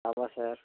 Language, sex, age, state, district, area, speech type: Tamil, male, 18-30, Tamil Nadu, Dharmapuri, rural, conversation